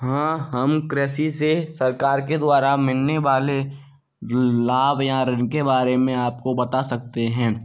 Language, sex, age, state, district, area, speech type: Hindi, male, 45-60, Rajasthan, Karauli, rural, spontaneous